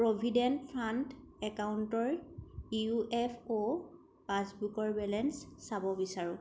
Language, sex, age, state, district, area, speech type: Assamese, female, 18-30, Assam, Kamrup Metropolitan, urban, read